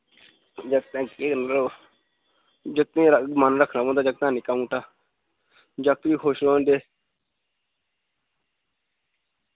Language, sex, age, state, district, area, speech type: Dogri, male, 18-30, Jammu and Kashmir, Udhampur, rural, conversation